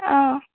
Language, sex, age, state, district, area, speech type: Assamese, female, 18-30, Assam, Lakhimpur, rural, conversation